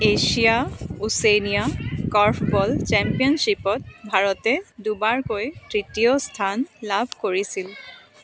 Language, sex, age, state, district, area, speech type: Assamese, female, 30-45, Assam, Dibrugarh, urban, read